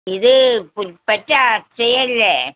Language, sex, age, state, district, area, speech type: Malayalam, female, 60+, Kerala, Malappuram, rural, conversation